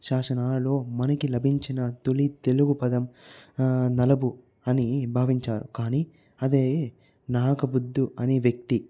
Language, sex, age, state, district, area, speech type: Telugu, male, 45-60, Andhra Pradesh, Chittoor, rural, spontaneous